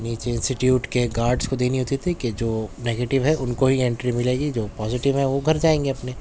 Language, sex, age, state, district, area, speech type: Urdu, male, 18-30, Delhi, Central Delhi, urban, spontaneous